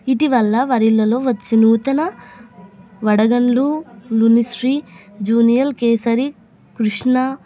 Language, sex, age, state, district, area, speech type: Telugu, female, 18-30, Telangana, Hyderabad, urban, spontaneous